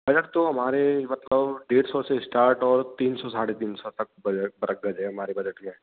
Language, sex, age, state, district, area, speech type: Hindi, male, 18-30, Rajasthan, Bharatpur, urban, conversation